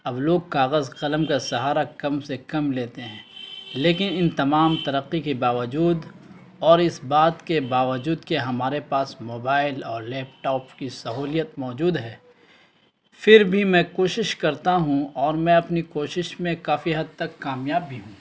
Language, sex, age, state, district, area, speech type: Urdu, male, 18-30, Bihar, Araria, rural, spontaneous